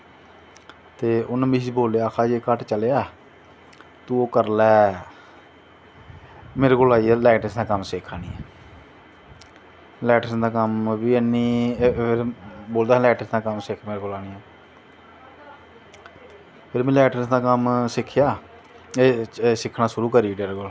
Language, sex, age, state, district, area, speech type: Dogri, male, 30-45, Jammu and Kashmir, Jammu, rural, spontaneous